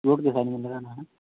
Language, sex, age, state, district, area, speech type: Urdu, male, 30-45, Bihar, Supaul, urban, conversation